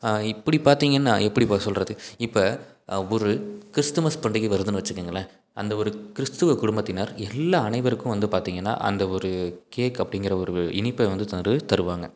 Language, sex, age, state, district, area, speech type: Tamil, male, 18-30, Tamil Nadu, Salem, rural, spontaneous